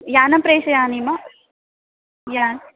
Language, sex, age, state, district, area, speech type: Sanskrit, female, 18-30, Maharashtra, Wardha, urban, conversation